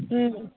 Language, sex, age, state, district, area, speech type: Tamil, female, 18-30, Tamil Nadu, Mayiladuthurai, urban, conversation